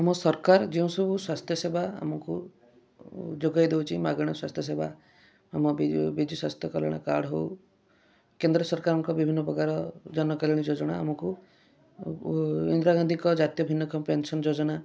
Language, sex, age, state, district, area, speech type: Odia, male, 30-45, Odisha, Kendrapara, urban, spontaneous